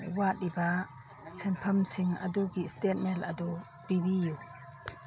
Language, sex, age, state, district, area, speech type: Manipuri, female, 45-60, Manipur, Churachandpur, urban, read